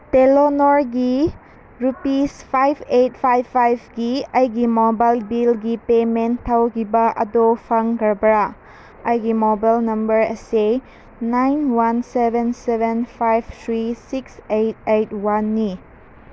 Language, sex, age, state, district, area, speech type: Manipuri, female, 18-30, Manipur, Senapati, urban, read